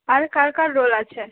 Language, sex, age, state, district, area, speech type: Bengali, female, 30-45, West Bengal, Purulia, urban, conversation